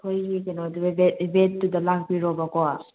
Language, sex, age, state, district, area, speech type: Manipuri, female, 30-45, Manipur, Kangpokpi, urban, conversation